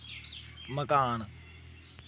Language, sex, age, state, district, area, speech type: Dogri, male, 18-30, Jammu and Kashmir, Kathua, rural, read